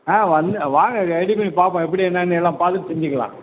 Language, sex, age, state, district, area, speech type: Tamil, male, 60+, Tamil Nadu, Madurai, rural, conversation